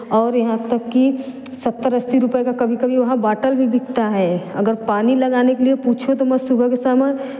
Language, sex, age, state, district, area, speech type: Hindi, female, 30-45, Uttar Pradesh, Varanasi, rural, spontaneous